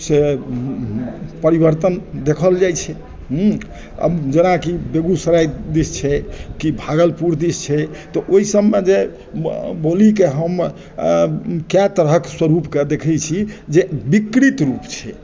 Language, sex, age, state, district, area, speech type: Maithili, male, 60+, Bihar, Madhubani, urban, spontaneous